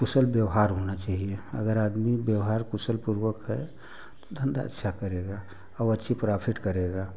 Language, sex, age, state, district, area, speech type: Hindi, male, 45-60, Uttar Pradesh, Prayagraj, urban, spontaneous